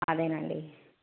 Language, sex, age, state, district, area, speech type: Telugu, female, 30-45, Telangana, Karimnagar, rural, conversation